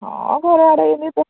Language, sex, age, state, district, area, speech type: Odia, female, 60+, Odisha, Angul, rural, conversation